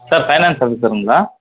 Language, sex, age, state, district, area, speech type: Tamil, male, 18-30, Tamil Nadu, Kallakurichi, rural, conversation